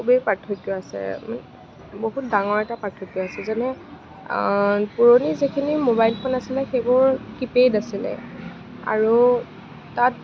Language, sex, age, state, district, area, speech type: Assamese, female, 18-30, Assam, Kamrup Metropolitan, urban, spontaneous